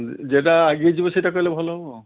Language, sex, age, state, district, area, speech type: Odia, male, 60+, Odisha, Balasore, rural, conversation